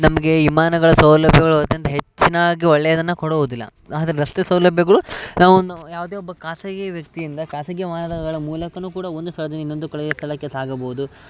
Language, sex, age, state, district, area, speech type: Kannada, male, 18-30, Karnataka, Uttara Kannada, rural, spontaneous